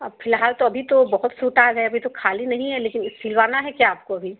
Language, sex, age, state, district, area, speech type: Hindi, female, 45-60, Uttar Pradesh, Azamgarh, rural, conversation